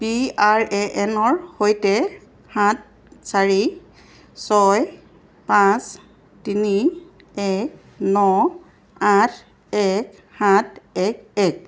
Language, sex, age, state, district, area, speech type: Assamese, female, 30-45, Assam, Charaideo, rural, read